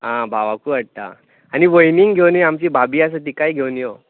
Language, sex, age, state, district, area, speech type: Goan Konkani, male, 18-30, Goa, Tiswadi, rural, conversation